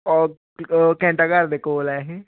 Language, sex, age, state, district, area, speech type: Punjabi, male, 18-30, Punjab, Hoshiarpur, rural, conversation